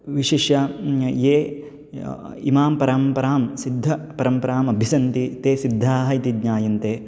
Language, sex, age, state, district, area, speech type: Sanskrit, male, 18-30, Karnataka, Bangalore Urban, urban, spontaneous